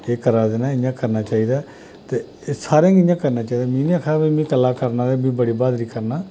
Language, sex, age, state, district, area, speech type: Dogri, male, 45-60, Jammu and Kashmir, Samba, rural, spontaneous